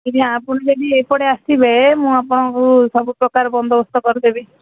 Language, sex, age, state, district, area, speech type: Odia, female, 45-60, Odisha, Sundergarh, urban, conversation